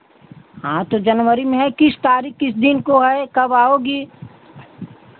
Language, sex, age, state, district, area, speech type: Hindi, female, 60+, Uttar Pradesh, Pratapgarh, rural, conversation